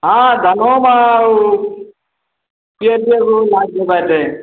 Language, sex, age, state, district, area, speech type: Hindi, male, 60+, Uttar Pradesh, Ayodhya, rural, conversation